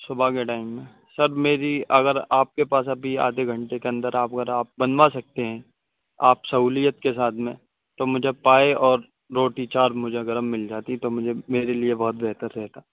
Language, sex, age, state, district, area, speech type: Urdu, male, 18-30, Uttar Pradesh, Saharanpur, urban, conversation